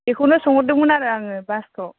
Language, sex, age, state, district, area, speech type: Bodo, female, 30-45, Assam, Chirang, urban, conversation